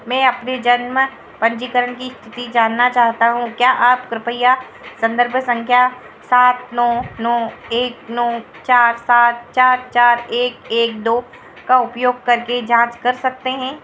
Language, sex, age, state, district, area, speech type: Hindi, female, 60+, Madhya Pradesh, Harda, urban, read